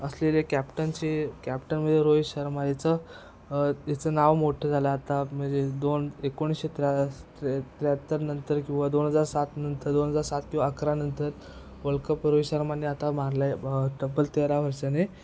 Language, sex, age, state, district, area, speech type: Marathi, male, 18-30, Maharashtra, Ratnagiri, rural, spontaneous